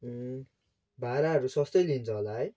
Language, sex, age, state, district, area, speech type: Nepali, male, 18-30, West Bengal, Darjeeling, rural, spontaneous